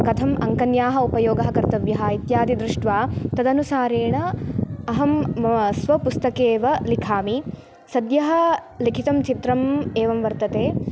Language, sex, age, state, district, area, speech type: Sanskrit, female, 18-30, Kerala, Kasaragod, rural, spontaneous